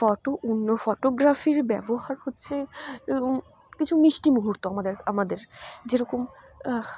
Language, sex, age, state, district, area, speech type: Bengali, female, 18-30, West Bengal, Dakshin Dinajpur, urban, spontaneous